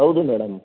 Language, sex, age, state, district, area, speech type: Kannada, male, 60+, Karnataka, Chitradurga, rural, conversation